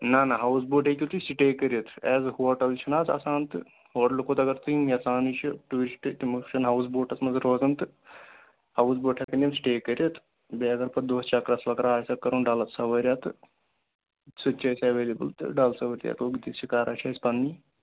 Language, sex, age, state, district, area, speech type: Kashmiri, male, 18-30, Jammu and Kashmir, Pulwama, urban, conversation